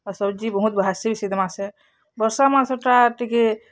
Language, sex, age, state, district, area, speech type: Odia, female, 45-60, Odisha, Bargarh, urban, spontaneous